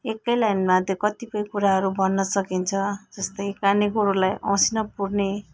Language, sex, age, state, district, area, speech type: Nepali, female, 30-45, West Bengal, Darjeeling, rural, spontaneous